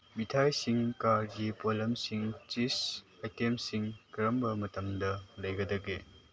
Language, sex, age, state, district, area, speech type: Manipuri, male, 18-30, Manipur, Chandel, rural, read